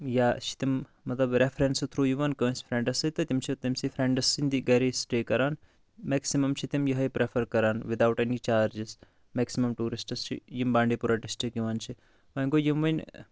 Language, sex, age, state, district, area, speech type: Kashmiri, male, 18-30, Jammu and Kashmir, Bandipora, rural, spontaneous